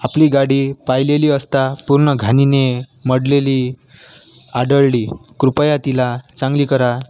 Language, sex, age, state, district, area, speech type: Marathi, male, 18-30, Maharashtra, Washim, rural, spontaneous